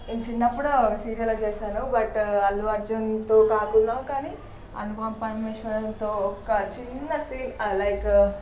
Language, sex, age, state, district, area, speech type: Telugu, female, 18-30, Telangana, Nalgonda, urban, spontaneous